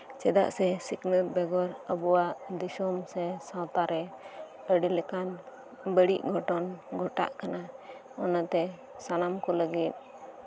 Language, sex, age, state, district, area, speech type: Santali, female, 18-30, West Bengal, Birbhum, rural, spontaneous